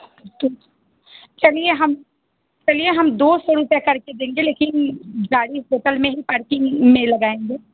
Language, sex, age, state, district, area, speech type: Hindi, female, 30-45, Bihar, Muzaffarpur, rural, conversation